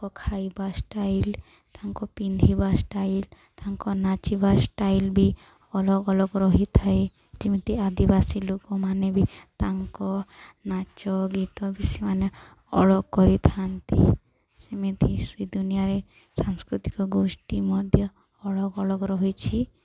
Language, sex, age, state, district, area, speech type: Odia, female, 18-30, Odisha, Nuapada, urban, spontaneous